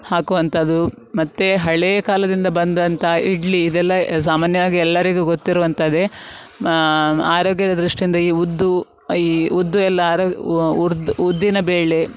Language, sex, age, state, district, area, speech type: Kannada, female, 30-45, Karnataka, Dakshina Kannada, rural, spontaneous